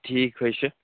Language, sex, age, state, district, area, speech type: Kashmiri, male, 18-30, Jammu and Kashmir, Kupwara, urban, conversation